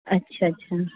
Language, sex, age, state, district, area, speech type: Hindi, female, 30-45, Uttar Pradesh, Sitapur, rural, conversation